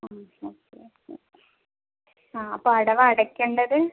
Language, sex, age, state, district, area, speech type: Malayalam, female, 45-60, Kerala, Palakkad, urban, conversation